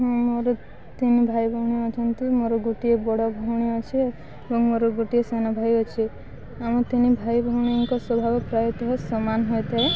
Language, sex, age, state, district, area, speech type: Odia, female, 18-30, Odisha, Balangir, urban, spontaneous